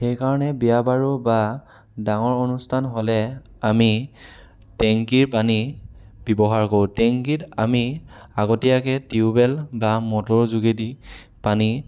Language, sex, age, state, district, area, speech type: Assamese, male, 18-30, Assam, Dhemaji, rural, spontaneous